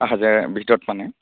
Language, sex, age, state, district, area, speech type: Assamese, male, 30-45, Assam, Charaideo, rural, conversation